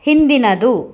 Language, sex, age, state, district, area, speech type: Kannada, female, 30-45, Karnataka, Udupi, rural, read